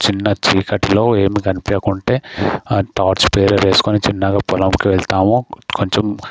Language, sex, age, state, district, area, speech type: Telugu, male, 18-30, Telangana, Medchal, rural, spontaneous